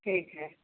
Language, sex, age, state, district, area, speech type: Hindi, female, 60+, Uttar Pradesh, Chandauli, urban, conversation